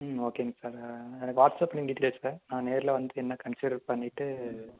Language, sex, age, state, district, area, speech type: Tamil, male, 18-30, Tamil Nadu, Erode, rural, conversation